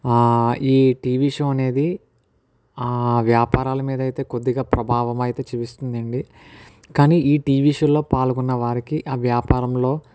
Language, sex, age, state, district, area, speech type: Telugu, male, 45-60, Andhra Pradesh, Kakinada, rural, spontaneous